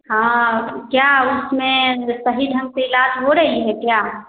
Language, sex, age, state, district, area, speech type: Hindi, female, 30-45, Bihar, Samastipur, rural, conversation